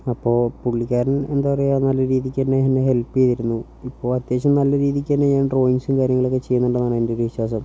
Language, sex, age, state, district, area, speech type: Malayalam, male, 18-30, Kerala, Wayanad, rural, spontaneous